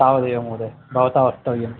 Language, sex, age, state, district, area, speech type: Sanskrit, male, 45-60, Karnataka, Bangalore Urban, urban, conversation